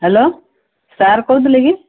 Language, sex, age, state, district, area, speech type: Odia, female, 60+, Odisha, Gajapati, rural, conversation